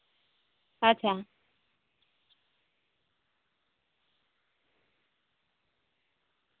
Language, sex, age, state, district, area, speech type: Santali, female, 30-45, Jharkhand, Seraikela Kharsawan, rural, conversation